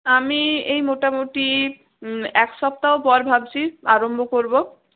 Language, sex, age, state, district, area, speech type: Bengali, female, 60+, West Bengal, Purulia, urban, conversation